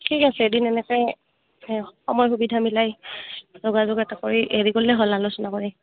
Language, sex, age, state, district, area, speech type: Assamese, female, 30-45, Assam, Goalpara, rural, conversation